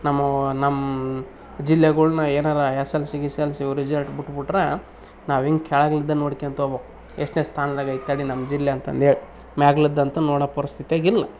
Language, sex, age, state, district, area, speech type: Kannada, male, 30-45, Karnataka, Vijayanagara, rural, spontaneous